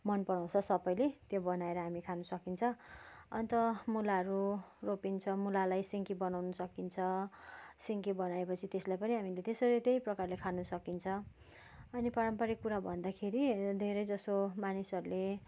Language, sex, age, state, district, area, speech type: Nepali, female, 30-45, West Bengal, Kalimpong, rural, spontaneous